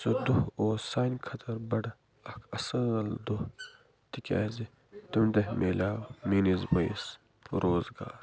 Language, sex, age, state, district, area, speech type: Kashmiri, male, 30-45, Jammu and Kashmir, Baramulla, rural, spontaneous